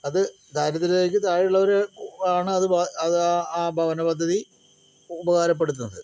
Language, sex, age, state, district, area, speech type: Malayalam, male, 45-60, Kerala, Palakkad, rural, spontaneous